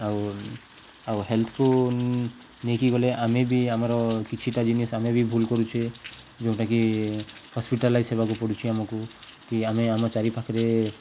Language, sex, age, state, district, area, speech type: Odia, male, 18-30, Odisha, Nuapada, urban, spontaneous